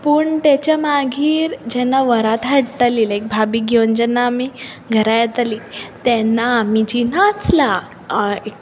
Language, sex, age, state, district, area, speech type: Goan Konkani, female, 18-30, Goa, Bardez, urban, spontaneous